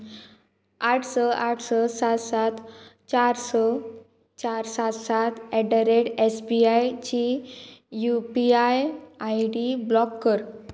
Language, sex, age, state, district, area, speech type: Goan Konkani, female, 18-30, Goa, Murmgao, rural, read